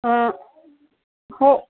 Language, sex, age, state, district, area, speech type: Marathi, female, 60+, Maharashtra, Nagpur, urban, conversation